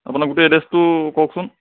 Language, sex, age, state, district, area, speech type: Assamese, male, 30-45, Assam, Lakhimpur, rural, conversation